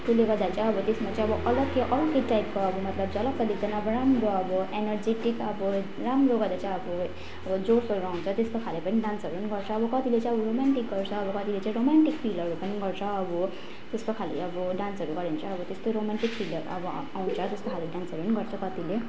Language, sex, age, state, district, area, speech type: Nepali, female, 18-30, West Bengal, Darjeeling, rural, spontaneous